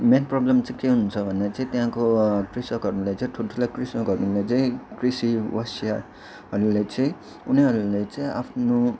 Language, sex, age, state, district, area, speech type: Nepali, male, 18-30, West Bengal, Kalimpong, rural, spontaneous